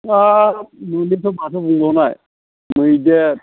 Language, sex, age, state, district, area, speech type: Bodo, male, 60+, Assam, Chirang, rural, conversation